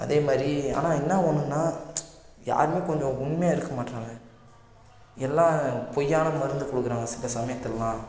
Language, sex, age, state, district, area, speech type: Tamil, male, 18-30, Tamil Nadu, Tiruvannamalai, rural, spontaneous